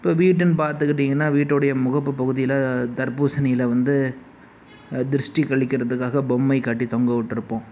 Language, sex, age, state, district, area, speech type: Tamil, male, 45-60, Tamil Nadu, Sivaganga, rural, spontaneous